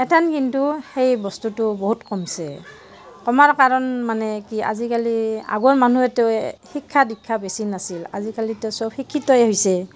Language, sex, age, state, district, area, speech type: Assamese, female, 45-60, Assam, Barpeta, rural, spontaneous